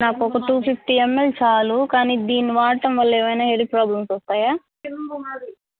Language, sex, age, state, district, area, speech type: Telugu, female, 18-30, Telangana, Komaram Bheem, rural, conversation